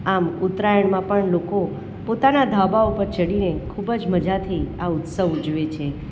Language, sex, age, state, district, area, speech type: Gujarati, female, 45-60, Gujarat, Surat, urban, spontaneous